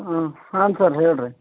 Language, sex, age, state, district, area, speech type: Kannada, male, 30-45, Karnataka, Belgaum, rural, conversation